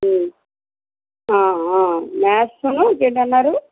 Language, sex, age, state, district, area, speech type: Telugu, female, 60+, Andhra Pradesh, West Godavari, rural, conversation